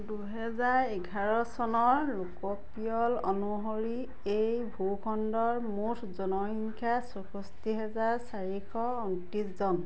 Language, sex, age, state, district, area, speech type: Assamese, female, 30-45, Assam, Dhemaji, rural, read